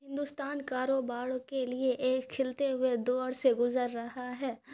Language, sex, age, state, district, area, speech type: Urdu, female, 18-30, Bihar, Khagaria, rural, spontaneous